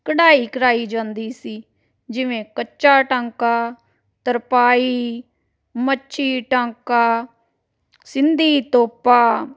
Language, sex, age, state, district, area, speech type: Punjabi, female, 45-60, Punjab, Amritsar, urban, spontaneous